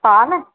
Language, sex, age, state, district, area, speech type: Sindhi, female, 45-60, Maharashtra, Thane, urban, conversation